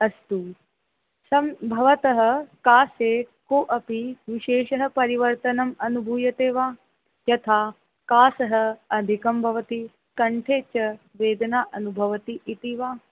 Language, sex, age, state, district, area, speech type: Sanskrit, female, 18-30, Rajasthan, Jaipur, urban, conversation